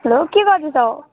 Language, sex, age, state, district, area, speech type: Nepali, female, 18-30, West Bengal, Jalpaiguri, rural, conversation